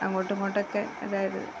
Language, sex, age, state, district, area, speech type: Malayalam, female, 45-60, Kerala, Kozhikode, rural, spontaneous